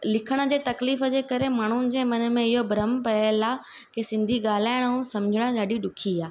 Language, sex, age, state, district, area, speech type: Sindhi, female, 30-45, Gujarat, Surat, urban, spontaneous